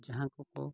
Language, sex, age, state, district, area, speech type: Santali, male, 45-60, Odisha, Mayurbhanj, rural, spontaneous